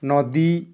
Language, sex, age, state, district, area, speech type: Odia, male, 30-45, Odisha, Nuapada, urban, spontaneous